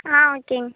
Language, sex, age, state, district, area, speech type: Tamil, female, 18-30, Tamil Nadu, Kallakurichi, rural, conversation